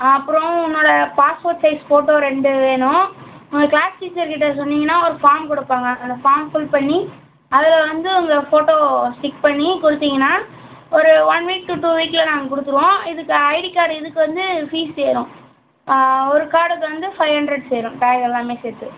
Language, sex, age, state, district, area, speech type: Tamil, male, 18-30, Tamil Nadu, Tiruchirappalli, urban, conversation